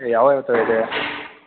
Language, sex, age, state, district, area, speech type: Kannada, male, 18-30, Karnataka, Mandya, rural, conversation